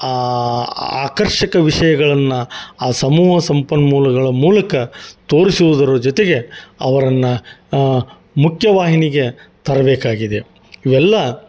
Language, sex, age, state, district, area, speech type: Kannada, male, 45-60, Karnataka, Gadag, rural, spontaneous